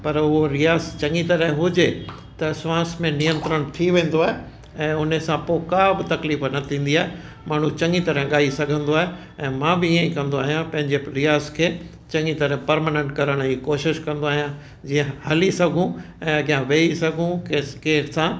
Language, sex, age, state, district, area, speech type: Sindhi, male, 60+, Gujarat, Kutch, rural, spontaneous